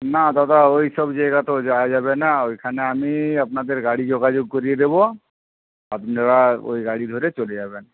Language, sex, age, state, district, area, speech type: Bengali, male, 18-30, West Bengal, Jhargram, rural, conversation